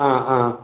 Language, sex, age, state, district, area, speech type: Goan Konkani, male, 60+, Goa, Salcete, rural, conversation